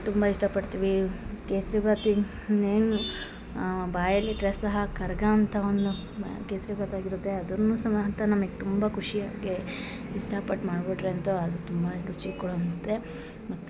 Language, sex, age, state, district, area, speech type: Kannada, female, 30-45, Karnataka, Hassan, urban, spontaneous